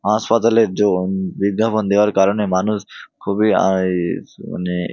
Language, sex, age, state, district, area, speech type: Bengali, male, 18-30, West Bengal, Hooghly, urban, spontaneous